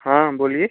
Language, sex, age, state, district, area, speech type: Hindi, male, 18-30, Uttar Pradesh, Ghazipur, rural, conversation